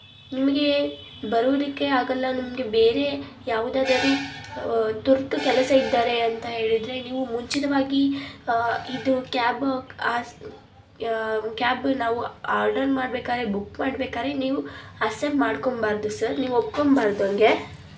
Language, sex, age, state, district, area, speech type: Kannada, female, 30-45, Karnataka, Davanagere, urban, spontaneous